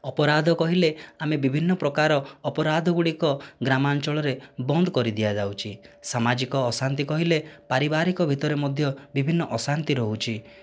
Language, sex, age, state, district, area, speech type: Odia, male, 30-45, Odisha, Kandhamal, rural, spontaneous